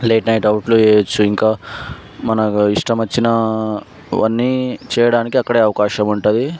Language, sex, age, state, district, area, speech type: Telugu, male, 18-30, Telangana, Sangareddy, urban, spontaneous